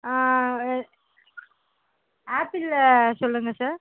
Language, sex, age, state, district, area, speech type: Tamil, female, 30-45, Tamil Nadu, Perambalur, rural, conversation